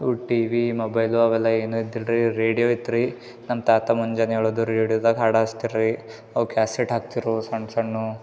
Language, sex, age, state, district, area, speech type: Kannada, male, 18-30, Karnataka, Gulbarga, urban, spontaneous